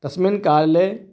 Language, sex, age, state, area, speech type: Sanskrit, male, 30-45, Maharashtra, urban, spontaneous